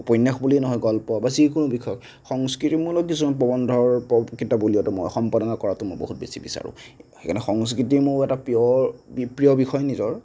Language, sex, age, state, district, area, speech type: Assamese, male, 30-45, Assam, Nagaon, rural, spontaneous